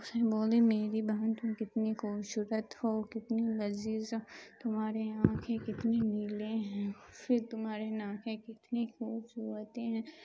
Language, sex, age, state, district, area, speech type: Urdu, female, 18-30, Bihar, Khagaria, rural, spontaneous